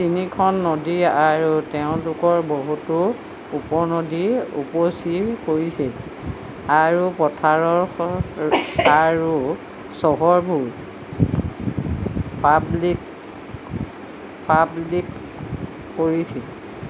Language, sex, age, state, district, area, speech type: Assamese, female, 60+, Assam, Golaghat, urban, read